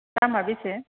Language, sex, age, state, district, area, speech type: Bodo, female, 45-60, Assam, Chirang, rural, conversation